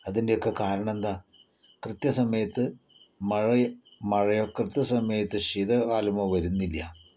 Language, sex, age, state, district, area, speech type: Malayalam, male, 30-45, Kerala, Palakkad, rural, spontaneous